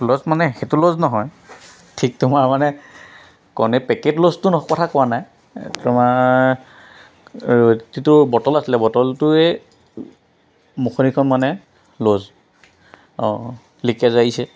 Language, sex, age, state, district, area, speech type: Assamese, male, 30-45, Assam, Jorhat, urban, spontaneous